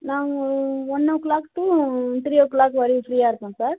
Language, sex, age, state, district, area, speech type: Tamil, female, 30-45, Tamil Nadu, Cuddalore, rural, conversation